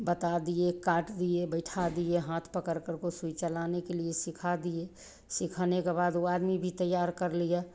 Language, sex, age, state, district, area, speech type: Hindi, female, 60+, Bihar, Begusarai, rural, spontaneous